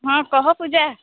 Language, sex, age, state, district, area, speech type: Odia, female, 45-60, Odisha, Sambalpur, rural, conversation